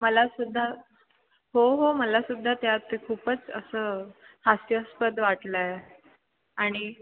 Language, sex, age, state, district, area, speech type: Marathi, female, 18-30, Maharashtra, Mumbai Suburban, urban, conversation